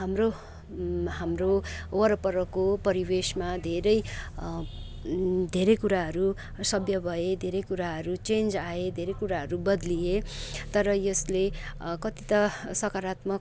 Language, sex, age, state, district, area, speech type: Nepali, other, 30-45, West Bengal, Kalimpong, rural, spontaneous